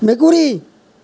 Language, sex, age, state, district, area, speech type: Assamese, male, 45-60, Assam, Nalbari, rural, read